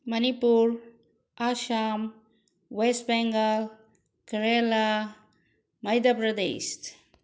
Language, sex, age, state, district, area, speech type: Manipuri, female, 60+, Manipur, Bishnupur, rural, spontaneous